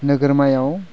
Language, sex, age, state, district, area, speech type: Bodo, male, 18-30, Assam, Udalguri, rural, spontaneous